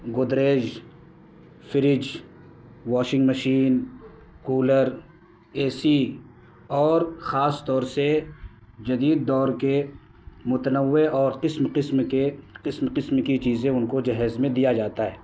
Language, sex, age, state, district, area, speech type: Urdu, male, 18-30, Bihar, Purnia, rural, spontaneous